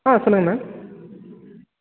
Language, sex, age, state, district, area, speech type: Tamil, male, 18-30, Tamil Nadu, Nagapattinam, urban, conversation